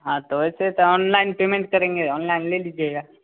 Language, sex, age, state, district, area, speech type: Hindi, male, 18-30, Bihar, Samastipur, rural, conversation